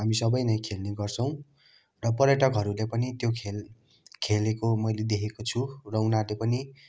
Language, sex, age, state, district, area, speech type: Nepali, male, 18-30, West Bengal, Darjeeling, rural, spontaneous